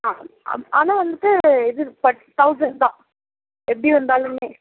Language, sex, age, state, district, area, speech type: Tamil, female, 18-30, Tamil Nadu, Nagapattinam, rural, conversation